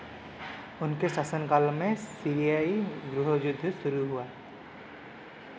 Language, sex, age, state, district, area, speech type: Hindi, male, 18-30, Madhya Pradesh, Seoni, urban, read